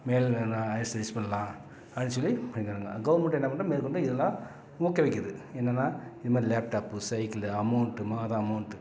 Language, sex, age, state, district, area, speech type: Tamil, male, 45-60, Tamil Nadu, Salem, rural, spontaneous